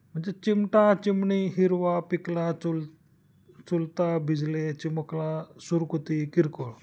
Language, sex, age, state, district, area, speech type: Marathi, male, 45-60, Maharashtra, Nashik, urban, spontaneous